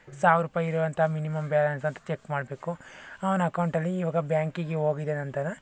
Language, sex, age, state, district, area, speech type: Kannada, male, 60+, Karnataka, Tumkur, rural, spontaneous